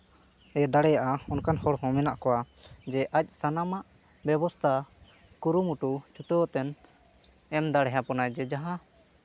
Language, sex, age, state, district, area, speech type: Santali, male, 18-30, Jharkhand, Seraikela Kharsawan, rural, spontaneous